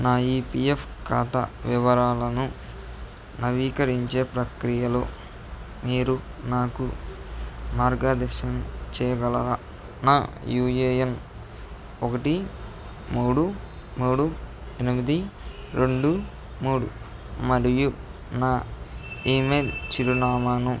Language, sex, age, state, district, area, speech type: Telugu, male, 18-30, Andhra Pradesh, N T Rama Rao, urban, read